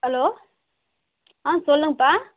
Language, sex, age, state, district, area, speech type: Tamil, female, 30-45, Tamil Nadu, Dharmapuri, rural, conversation